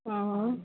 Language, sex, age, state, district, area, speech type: Hindi, female, 30-45, Madhya Pradesh, Katni, urban, conversation